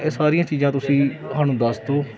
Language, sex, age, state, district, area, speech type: Punjabi, male, 30-45, Punjab, Gurdaspur, rural, spontaneous